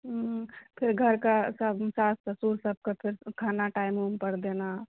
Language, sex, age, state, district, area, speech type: Maithili, female, 18-30, Bihar, Purnia, rural, conversation